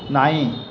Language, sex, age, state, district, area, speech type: Kannada, male, 45-60, Karnataka, Chamarajanagar, urban, read